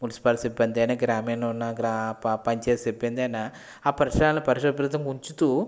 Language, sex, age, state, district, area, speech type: Telugu, male, 30-45, Andhra Pradesh, West Godavari, rural, spontaneous